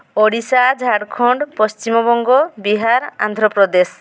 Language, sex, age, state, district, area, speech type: Odia, female, 45-60, Odisha, Mayurbhanj, rural, spontaneous